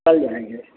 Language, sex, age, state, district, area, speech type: Hindi, male, 45-60, Uttar Pradesh, Lucknow, rural, conversation